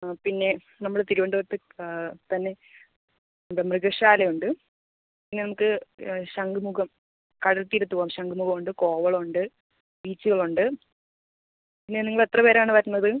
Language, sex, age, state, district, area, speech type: Malayalam, female, 18-30, Kerala, Thiruvananthapuram, rural, conversation